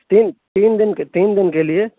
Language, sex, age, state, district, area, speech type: Urdu, male, 18-30, Uttar Pradesh, Saharanpur, urban, conversation